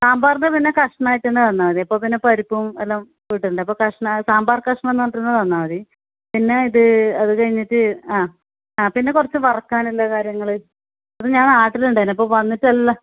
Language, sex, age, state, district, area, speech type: Malayalam, female, 45-60, Kerala, Kasaragod, rural, conversation